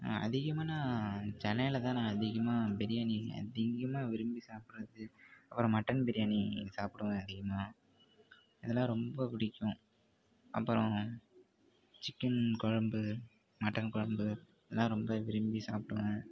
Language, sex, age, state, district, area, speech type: Tamil, male, 30-45, Tamil Nadu, Mayiladuthurai, urban, spontaneous